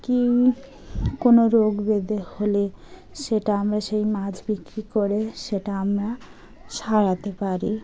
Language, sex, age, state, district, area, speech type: Bengali, female, 30-45, West Bengal, Dakshin Dinajpur, urban, spontaneous